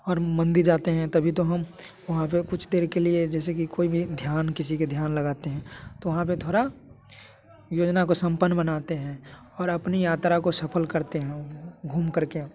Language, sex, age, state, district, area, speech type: Hindi, male, 18-30, Bihar, Muzaffarpur, urban, spontaneous